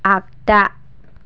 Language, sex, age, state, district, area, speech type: Bodo, female, 18-30, Assam, Chirang, rural, read